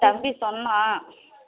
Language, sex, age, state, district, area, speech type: Tamil, female, 18-30, Tamil Nadu, Thanjavur, urban, conversation